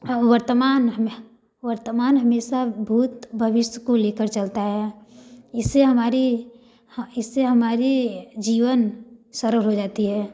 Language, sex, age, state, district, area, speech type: Hindi, female, 18-30, Uttar Pradesh, Varanasi, rural, spontaneous